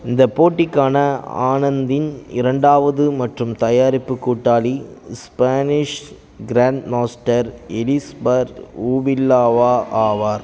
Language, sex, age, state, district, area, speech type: Tamil, male, 30-45, Tamil Nadu, Kallakurichi, rural, read